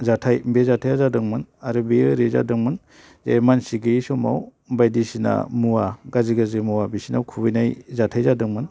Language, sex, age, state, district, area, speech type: Bodo, male, 45-60, Assam, Baksa, urban, spontaneous